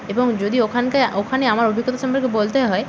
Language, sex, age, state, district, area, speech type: Bengali, female, 18-30, West Bengal, Purba Medinipur, rural, spontaneous